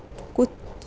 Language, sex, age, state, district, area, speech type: Punjabi, female, 18-30, Punjab, Rupnagar, rural, spontaneous